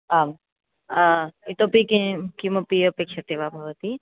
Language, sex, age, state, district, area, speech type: Sanskrit, female, 18-30, Maharashtra, Chandrapur, urban, conversation